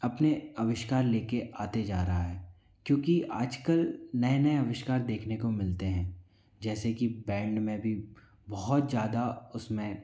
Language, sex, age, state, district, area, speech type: Hindi, male, 45-60, Madhya Pradesh, Bhopal, urban, spontaneous